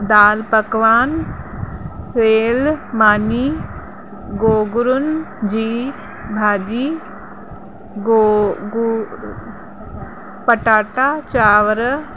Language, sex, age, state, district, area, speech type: Sindhi, female, 30-45, Uttar Pradesh, Lucknow, rural, spontaneous